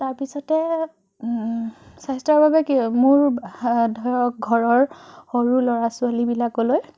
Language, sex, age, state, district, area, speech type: Assamese, female, 30-45, Assam, Biswanath, rural, spontaneous